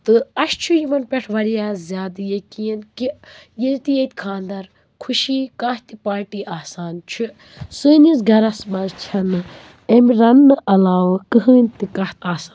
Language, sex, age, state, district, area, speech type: Kashmiri, female, 30-45, Jammu and Kashmir, Baramulla, rural, spontaneous